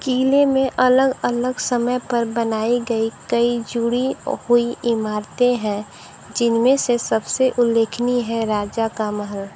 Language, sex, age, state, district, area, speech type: Hindi, female, 18-30, Uttar Pradesh, Sonbhadra, rural, read